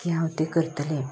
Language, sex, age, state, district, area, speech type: Goan Konkani, female, 60+, Goa, Canacona, rural, spontaneous